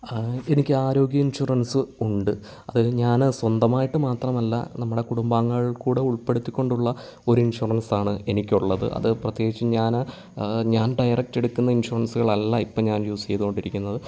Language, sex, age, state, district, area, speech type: Malayalam, male, 30-45, Kerala, Kottayam, rural, spontaneous